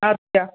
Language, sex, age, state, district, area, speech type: Kashmiri, female, 18-30, Jammu and Kashmir, Budgam, rural, conversation